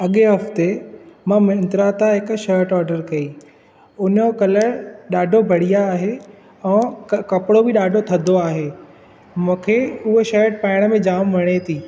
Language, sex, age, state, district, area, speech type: Sindhi, male, 18-30, Maharashtra, Thane, urban, spontaneous